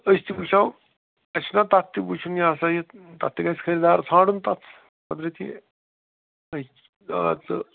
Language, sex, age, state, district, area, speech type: Kashmiri, male, 60+, Jammu and Kashmir, Srinagar, rural, conversation